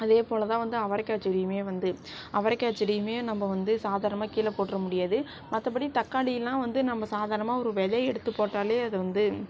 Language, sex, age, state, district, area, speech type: Tamil, female, 60+, Tamil Nadu, Sivaganga, rural, spontaneous